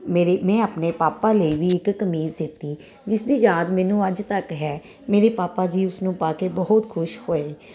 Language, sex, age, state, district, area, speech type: Punjabi, female, 30-45, Punjab, Kapurthala, urban, spontaneous